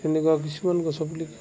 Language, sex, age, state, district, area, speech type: Assamese, male, 60+, Assam, Darrang, rural, spontaneous